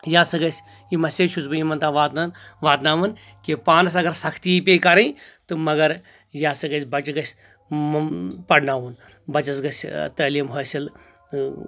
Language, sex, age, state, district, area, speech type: Kashmiri, male, 45-60, Jammu and Kashmir, Anantnag, rural, spontaneous